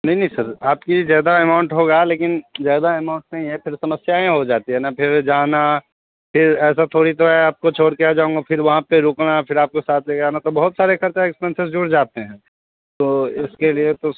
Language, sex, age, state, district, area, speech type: Hindi, male, 30-45, Bihar, Darbhanga, rural, conversation